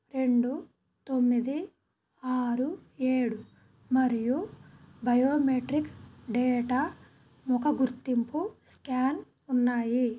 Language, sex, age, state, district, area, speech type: Telugu, female, 30-45, Andhra Pradesh, Krishna, rural, read